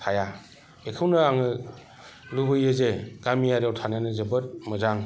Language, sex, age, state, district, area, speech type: Bodo, male, 45-60, Assam, Chirang, rural, spontaneous